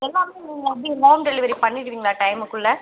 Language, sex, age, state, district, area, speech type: Tamil, female, 45-60, Tamil Nadu, Cuddalore, rural, conversation